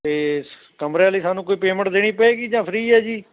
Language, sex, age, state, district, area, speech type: Punjabi, male, 30-45, Punjab, Ludhiana, rural, conversation